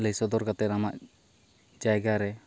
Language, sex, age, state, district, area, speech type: Santali, male, 30-45, Jharkhand, Seraikela Kharsawan, rural, spontaneous